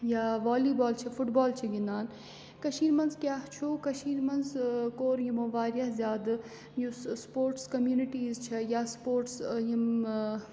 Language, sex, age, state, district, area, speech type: Kashmiri, female, 18-30, Jammu and Kashmir, Srinagar, urban, spontaneous